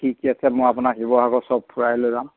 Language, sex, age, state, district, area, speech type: Assamese, male, 45-60, Assam, Sivasagar, rural, conversation